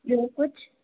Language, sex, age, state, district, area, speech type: Sindhi, female, 18-30, Maharashtra, Thane, urban, conversation